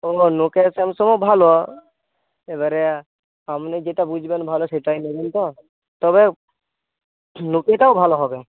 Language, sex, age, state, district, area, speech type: Bengali, male, 18-30, West Bengal, Paschim Medinipur, rural, conversation